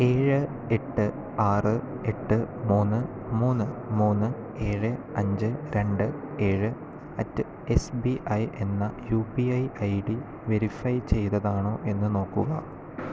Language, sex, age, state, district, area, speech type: Malayalam, male, 18-30, Kerala, Palakkad, urban, read